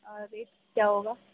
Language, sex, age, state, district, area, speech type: Urdu, female, 18-30, Uttar Pradesh, Gautam Buddha Nagar, urban, conversation